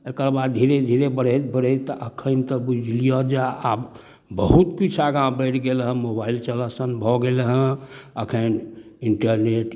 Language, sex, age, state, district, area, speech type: Maithili, male, 60+, Bihar, Darbhanga, rural, spontaneous